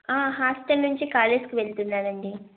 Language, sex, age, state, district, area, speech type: Telugu, female, 18-30, Andhra Pradesh, Annamaya, rural, conversation